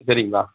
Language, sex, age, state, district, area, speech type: Tamil, male, 45-60, Tamil Nadu, Dharmapuri, urban, conversation